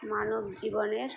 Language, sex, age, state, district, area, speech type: Bengali, female, 30-45, West Bengal, Murshidabad, rural, spontaneous